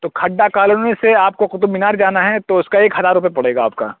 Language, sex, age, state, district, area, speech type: Urdu, male, 18-30, Delhi, South Delhi, urban, conversation